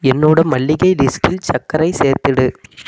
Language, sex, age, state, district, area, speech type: Tamil, male, 18-30, Tamil Nadu, Namakkal, rural, read